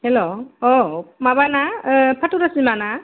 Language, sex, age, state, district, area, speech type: Bodo, female, 45-60, Assam, Kokrajhar, urban, conversation